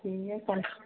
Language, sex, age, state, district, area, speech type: Hindi, female, 18-30, Rajasthan, Karauli, rural, conversation